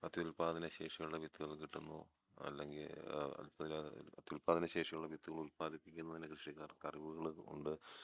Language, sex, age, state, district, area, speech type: Malayalam, male, 30-45, Kerala, Idukki, rural, spontaneous